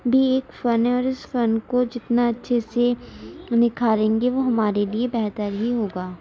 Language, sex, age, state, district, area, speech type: Urdu, female, 18-30, Uttar Pradesh, Gautam Buddha Nagar, urban, spontaneous